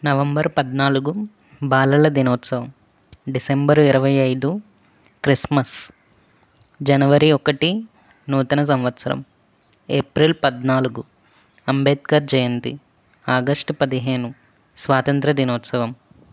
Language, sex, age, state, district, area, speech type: Telugu, male, 45-60, Andhra Pradesh, West Godavari, rural, spontaneous